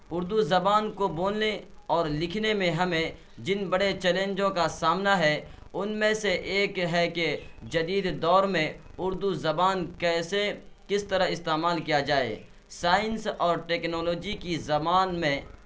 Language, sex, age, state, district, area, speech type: Urdu, male, 18-30, Bihar, Purnia, rural, spontaneous